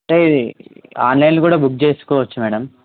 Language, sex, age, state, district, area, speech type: Telugu, male, 18-30, Telangana, Medchal, urban, conversation